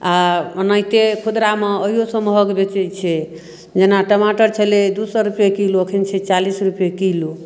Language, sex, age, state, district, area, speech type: Maithili, female, 45-60, Bihar, Darbhanga, rural, spontaneous